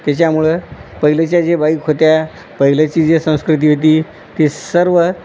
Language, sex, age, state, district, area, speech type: Marathi, male, 45-60, Maharashtra, Nanded, rural, spontaneous